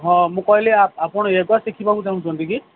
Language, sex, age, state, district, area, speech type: Odia, male, 45-60, Odisha, Sundergarh, rural, conversation